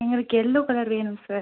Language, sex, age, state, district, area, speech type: Tamil, female, 45-60, Tamil Nadu, Pudukkottai, urban, conversation